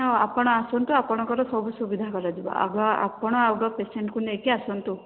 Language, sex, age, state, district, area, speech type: Odia, female, 45-60, Odisha, Sambalpur, rural, conversation